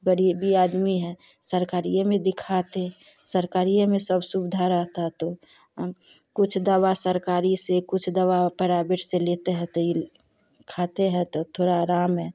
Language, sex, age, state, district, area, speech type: Hindi, female, 30-45, Bihar, Samastipur, rural, spontaneous